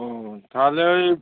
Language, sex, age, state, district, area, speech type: Bengali, male, 30-45, West Bengal, Paschim Medinipur, rural, conversation